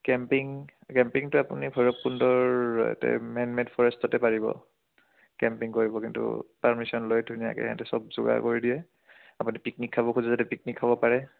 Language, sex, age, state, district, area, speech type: Assamese, male, 18-30, Assam, Udalguri, rural, conversation